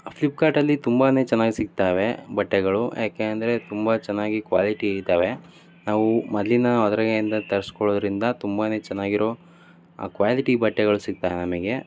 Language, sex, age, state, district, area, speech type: Kannada, male, 18-30, Karnataka, Davanagere, rural, spontaneous